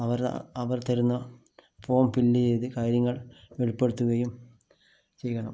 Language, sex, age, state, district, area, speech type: Malayalam, male, 45-60, Kerala, Kasaragod, rural, spontaneous